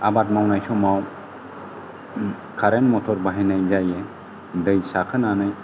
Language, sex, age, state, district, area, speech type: Bodo, male, 45-60, Assam, Kokrajhar, rural, spontaneous